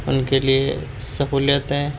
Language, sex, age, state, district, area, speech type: Urdu, male, 18-30, Delhi, Central Delhi, urban, spontaneous